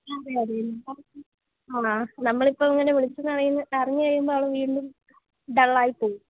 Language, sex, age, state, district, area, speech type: Malayalam, female, 18-30, Kerala, Idukki, rural, conversation